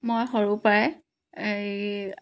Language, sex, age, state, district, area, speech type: Assamese, female, 45-60, Assam, Dibrugarh, rural, spontaneous